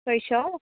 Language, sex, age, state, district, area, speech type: Assamese, female, 30-45, Assam, Udalguri, rural, conversation